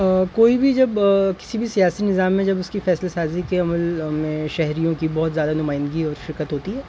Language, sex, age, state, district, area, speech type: Urdu, male, 30-45, Delhi, North East Delhi, urban, spontaneous